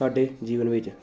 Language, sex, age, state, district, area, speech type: Punjabi, male, 18-30, Punjab, Jalandhar, urban, spontaneous